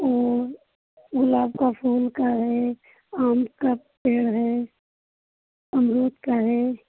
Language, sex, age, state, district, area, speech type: Hindi, female, 30-45, Uttar Pradesh, Prayagraj, urban, conversation